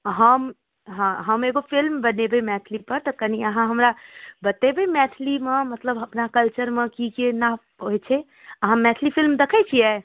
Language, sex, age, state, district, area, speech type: Maithili, female, 18-30, Bihar, Darbhanga, rural, conversation